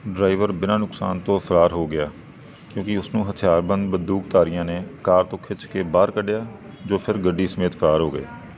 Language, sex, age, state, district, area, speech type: Punjabi, male, 30-45, Punjab, Kapurthala, urban, read